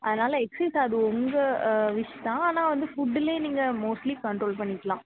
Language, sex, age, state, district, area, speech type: Tamil, female, 18-30, Tamil Nadu, Tirunelveli, rural, conversation